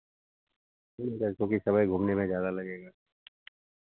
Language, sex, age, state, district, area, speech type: Hindi, male, 60+, Uttar Pradesh, Sitapur, rural, conversation